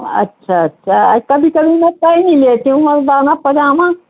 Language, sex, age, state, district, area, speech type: Urdu, female, 60+, Uttar Pradesh, Rampur, urban, conversation